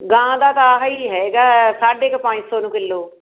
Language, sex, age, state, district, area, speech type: Punjabi, female, 60+, Punjab, Fazilka, rural, conversation